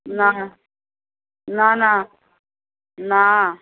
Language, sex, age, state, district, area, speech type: Bengali, female, 60+, West Bengal, Dakshin Dinajpur, rural, conversation